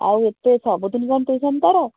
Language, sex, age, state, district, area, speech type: Odia, female, 30-45, Odisha, Cuttack, urban, conversation